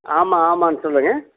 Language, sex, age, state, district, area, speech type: Tamil, male, 60+, Tamil Nadu, Erode, rural, conversation